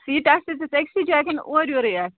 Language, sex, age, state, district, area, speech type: Kashmiri, female, 30-45, Jammu and Kashmir, Ganderbal, rural, conversation